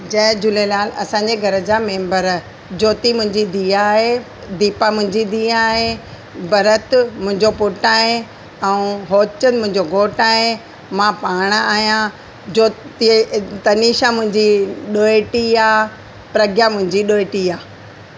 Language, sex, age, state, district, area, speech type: Sindhi, female, 45-60, Delhi, South Delhi, urban, spontaneous